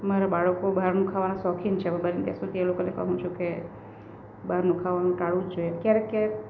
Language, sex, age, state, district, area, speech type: Gujarati, female, 45-60, Gujarat, Valsad, rural, spontaneous